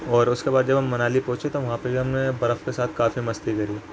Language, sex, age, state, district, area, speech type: Urdu, male, 18-30, Uttar Pradesh, Ghaziabad, urban, spontaneous